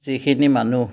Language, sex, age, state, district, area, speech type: Assamese, male, 60+, Assam, Udalguri, rural, spontaneous